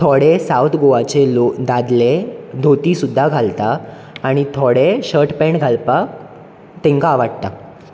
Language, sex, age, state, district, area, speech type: Goan Konkani, male, 18-30, Goa, Bardez, urban, spontaneous